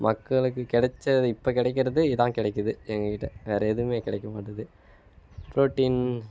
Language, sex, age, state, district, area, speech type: Tamil, male, 18-30, Tamil Nadu, Kallakurichi, urban, spontaneous